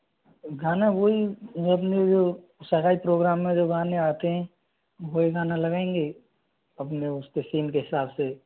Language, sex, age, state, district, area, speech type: Hindi, male, 45-60, Rajasthan, Karauli, rural, conversation